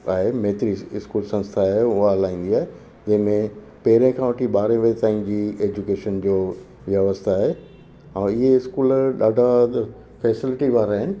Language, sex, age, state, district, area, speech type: Sindhi, male, 60+, Gujarat, Kutch, rural, spontaneous